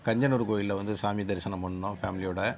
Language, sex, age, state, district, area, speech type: Tamil, male, 60+, Tamil Nadu, Sivaganga, urban, spontaneous